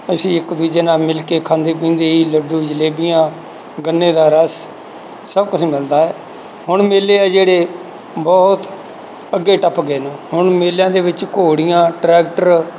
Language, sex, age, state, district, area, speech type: Punjabi, male, 60+, Punjab, Bathinda, rural, spontaneous